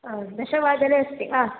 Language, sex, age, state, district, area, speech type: Sanskrit, female, 18-30, Karnataka, Dakshina Kannada, rural, conversation